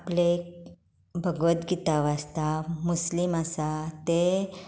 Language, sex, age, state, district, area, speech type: Goan Konkani, female, 30-45, Goa, Tiswadi, rural, spontaneous